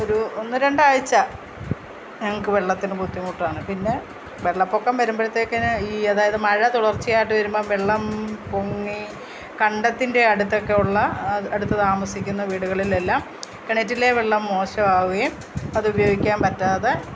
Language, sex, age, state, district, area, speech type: Malayalam, female, 45-60, Kerala, Kottayam, rural, spontaneous